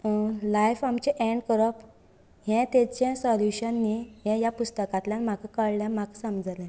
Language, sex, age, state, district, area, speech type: Goan Konkani, female, 18-30, Goa, Canacona, rural, spontaneous